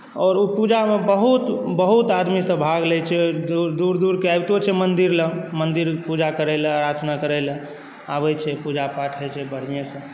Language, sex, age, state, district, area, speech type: Maithili, male, 18-30, Bihar, Saharsa, rural, spontaneous